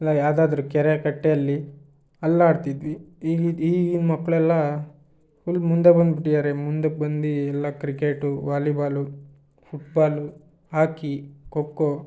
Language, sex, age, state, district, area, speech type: Kannada, male, 18-30, Karnataka, Chitradurga, rural, spontaneous